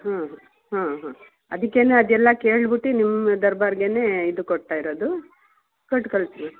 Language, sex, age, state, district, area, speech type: Kannada, female, 45-60, Karnataka, Mysore, urban, conversation